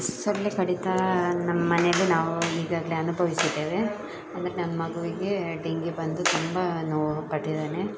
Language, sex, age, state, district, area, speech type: Kannada, female, 30-45, Karnataka, Dakshina Kannada, rural, spontaneous